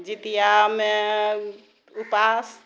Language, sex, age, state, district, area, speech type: Maithili, female, 45-60, Bihar, Purnia, rural, spontaneous